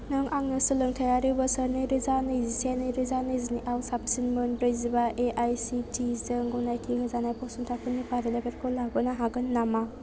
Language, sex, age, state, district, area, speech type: Bodo, female, 18-30, Assam, Chirang, rural, read